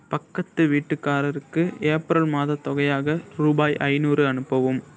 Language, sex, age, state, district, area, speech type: Tamil, female, 30-45, Tamil Nadu, Ariyalur, rural, read